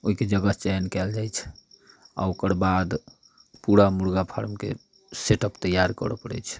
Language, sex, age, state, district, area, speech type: Maithili, male, 30-45, Bihar, Muzaffarpur, rural, spontaneous